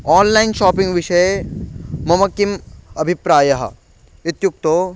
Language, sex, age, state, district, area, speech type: Sanskrit, male, 18-30, Delhi, Central Delhi, urban, spontaneous